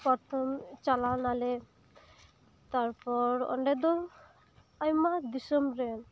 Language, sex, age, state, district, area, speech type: Santali, female, 18-30, West Bengal, Birbhum, rural, spontaneous